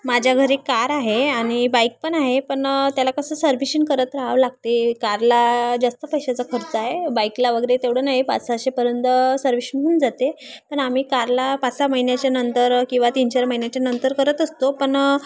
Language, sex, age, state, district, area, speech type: Marathi, female, 18-30, Maharashtra, Thane, rural, spontaneous